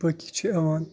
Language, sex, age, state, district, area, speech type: Kashmiri, male, 18-30, Jammu and Kashmir, Kupwara, rural, spontaneous